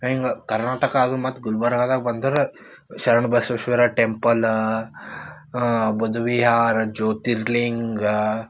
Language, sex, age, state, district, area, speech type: Kannada, male, 18-30, Karnataka, Gulbarga, urban, spontaneous